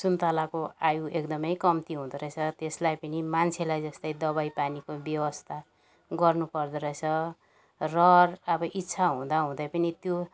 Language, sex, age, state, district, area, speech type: Nepali, female, 60+, West Bengal, Jalpaiguri, rural, spontaneous